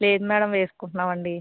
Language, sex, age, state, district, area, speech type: Telugu, female, 45-60, Andhra Pradesh, East Godavari, rural, conversation